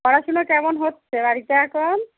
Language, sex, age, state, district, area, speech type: Bengali, female, 30-45, West Bengal, Darjeeling, urban, conversation